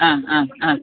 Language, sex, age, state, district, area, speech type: Malayalam, female, 30-45, Kerala, Kollam, rural, conversation